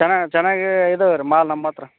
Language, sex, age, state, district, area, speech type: Kannada, male, 30-45, Karnataka, Raichur, rural, conversation